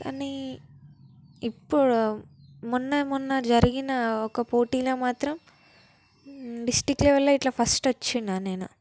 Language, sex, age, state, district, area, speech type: Telugu, female, 18-30, Telangana, Peddapalli, rural, spontaneous